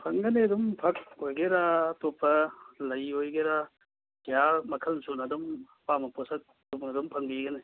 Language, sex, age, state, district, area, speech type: Manipuri, male, 30-45, Manipur, Churachandpur, rural, conversation